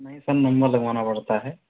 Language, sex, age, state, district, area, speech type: Hindi, male, 45-60, Uttar Pradesh, Ayodhya, rural, conversation